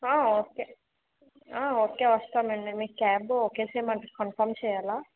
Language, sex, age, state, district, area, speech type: Telugu, female, 18-30, Andhra Pradesh, Konaseema, urban, conversation